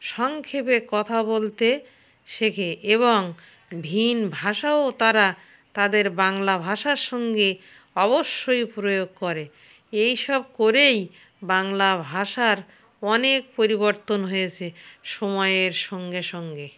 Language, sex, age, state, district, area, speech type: Bengali, female, 60+, West Bengal, North 24 Parganas, rural, spontaneous